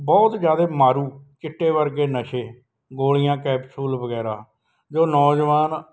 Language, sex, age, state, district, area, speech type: Punjabi, male, 60+, Punjab, Bathinda, rural, spontaneous